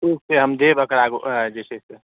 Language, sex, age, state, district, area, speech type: Maithili, male, 45-60, Bihar, Madhubani, urban, conversation